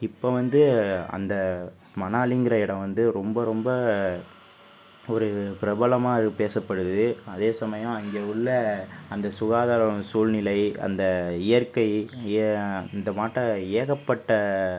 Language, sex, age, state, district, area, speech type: Tamil, male, 30-45, Tamil Nadu, Pudukkottai, rural, spontaneous